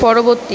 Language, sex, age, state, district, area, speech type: Bengali, female, 45-60, West Bengal, Purba Bardhaman, rural, read